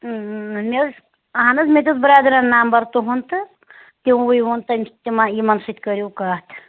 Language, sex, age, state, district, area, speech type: Kashmiri, female, 45-60, Jammu and Kashmir, Srinagar, urban, conversation